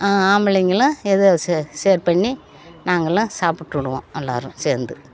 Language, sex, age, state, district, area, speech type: Tamil, female, 60+, Tamil Nadu, Perambalur, rural, spontaneous